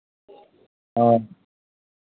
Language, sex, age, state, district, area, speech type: Hindi, male, 45-60, Uttar Pradesh, Varanasi, urban, conversation